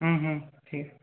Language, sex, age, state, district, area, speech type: Bengali, male, 18-30, West Bengal, Purulia, urban, conversation